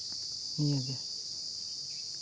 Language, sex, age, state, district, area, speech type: Santali, male, 30-45, Jharkhand, Seraikela Kharsawan, rural, spontaneous